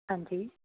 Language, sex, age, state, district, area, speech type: Punjabi, female, 30-45, Punjab, Patiala, rural, conversation